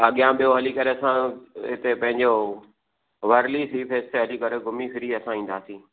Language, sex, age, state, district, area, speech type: Sindhi, male, 45-60, Maharashtra, Thane, urban, conversation